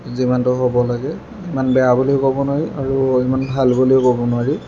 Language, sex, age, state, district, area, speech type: Assamese, male, 18-30, Assam, Lakhimpur, rural, spontaneous